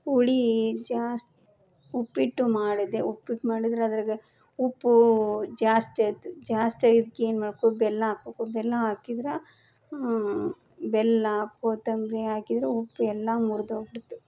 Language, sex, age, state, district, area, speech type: Kannada, female, 30-45, Karnataka, Koppal, urban, spontaneous